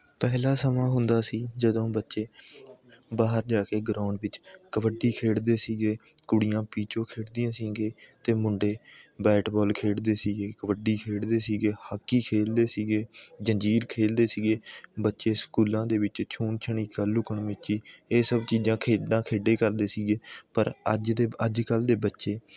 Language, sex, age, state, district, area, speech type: Punjabi, male, 18-30, Punjab, Mohali, rural, spontaneous